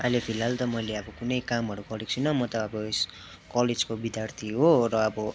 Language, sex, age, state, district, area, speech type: Nepali, male, 18-30, West Bengal, Darjeeling, rural, spontaneous